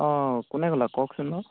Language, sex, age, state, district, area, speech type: Assamese, male, 18-30, Assam, Golaghat, rural, conversation